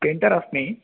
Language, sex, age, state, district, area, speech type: Sanskrit, male, 18-30, Karnataka, Bagalkot, urban, conversation